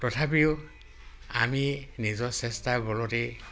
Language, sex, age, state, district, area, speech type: Assamese, male, 60+, Assam, Dhemaji, rural, spontaneous